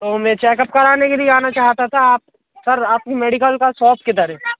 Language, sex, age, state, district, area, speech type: Hindi, male, 18-30, Madhya Pradesh, Hoshangabad, rural, conversation